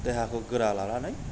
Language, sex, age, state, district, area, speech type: Bodo, male, 45-60, Assam, Kokrajhar, rural, spontaneous